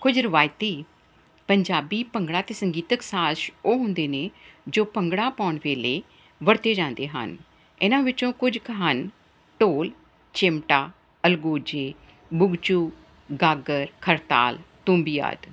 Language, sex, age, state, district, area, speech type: Punjabi, female, 45-60, Punjab, Ludhiana, urban, spontaneous